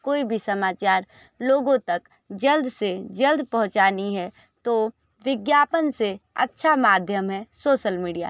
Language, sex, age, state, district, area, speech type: Hindi, female, 45-60, Uttar Pradesh, Sonbhadra, rural, spontaneous